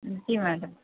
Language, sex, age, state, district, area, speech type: Urdu, female, 30-45, Telangana, Hyderabad, urban, conversation